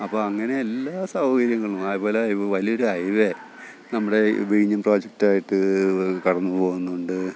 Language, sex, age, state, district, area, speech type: Malayalam, male, 45-60, Kerala, Thiruvananthapuram, rural, spontaneous